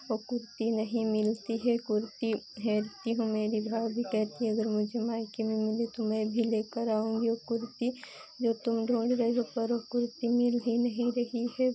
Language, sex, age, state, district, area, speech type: Hindi, female, 18-30, Uttar Pradesh, Pratapgarh, urban, spontaneous